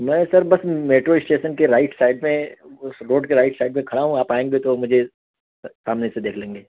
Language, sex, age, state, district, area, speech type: Urdu, male, 18-30, Delhi, East Delhi, urban, conversation